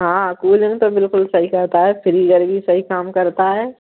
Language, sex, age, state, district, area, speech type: Hindi, female, 30-45, Madhya Pradesh, Gwalior, rural, conversation